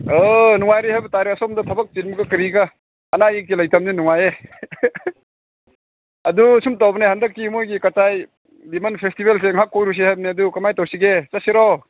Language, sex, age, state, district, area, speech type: Manipuri, male, 45-60, Manipur, Ukhrul, rural, conversation